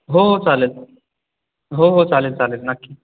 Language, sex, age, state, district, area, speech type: Marathi, male, 18-30, Maharashtra, Buldhana, rural, conversation